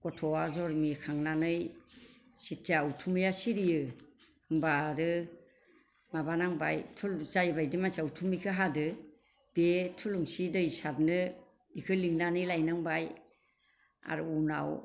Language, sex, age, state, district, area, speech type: Bodo, female, 60+, Assam, Baksa, urban, spontaneous